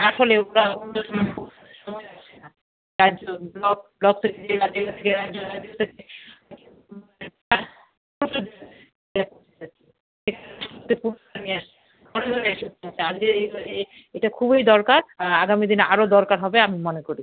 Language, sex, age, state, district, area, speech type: Bengali, female, 45-60, West Bengal, Alipurduar, rural, conversation